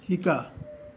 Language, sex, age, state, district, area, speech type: Assamese, male, 60+, Assam, Nalbari, rural, read